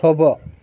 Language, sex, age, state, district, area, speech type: Gujarati, male, 60+, Gujarat, Morbi, rural, read